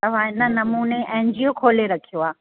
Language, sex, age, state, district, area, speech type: Sindhi, female, 60+, Delhi, South Delhi, urban, conversation